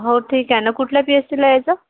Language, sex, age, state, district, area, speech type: Marathi, female, 30-45, Maharashtra, Yavatmal, rural, conversation